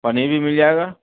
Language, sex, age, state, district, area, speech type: Urdu, male, 60+, Delhi, North East Delhi, urban, conversation